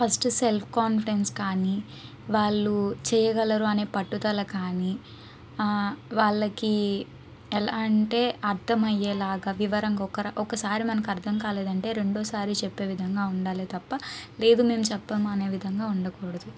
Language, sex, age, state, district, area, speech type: Telugu, female, 30-45, Andhra Pradesh, Palnadu, urban, spontaneous